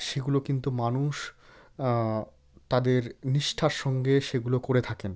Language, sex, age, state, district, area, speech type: Bengali, male, 45-60, West Bengal, South 24 Parganas, rural, spontaneous